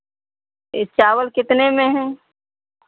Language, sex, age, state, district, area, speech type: Hindi, female, 45-60, Uttar Pradesh, Lucknow, rural, conversation